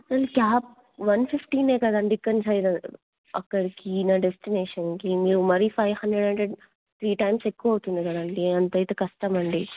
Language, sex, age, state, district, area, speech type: Telugu, female, 18-30, Telangana, Ranga Reddy, urban, conversation